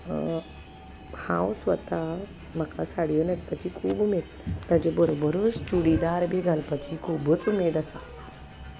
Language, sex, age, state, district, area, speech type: Goan Konkani, female, 30-45, Goa, Salcete, rural, spontaneous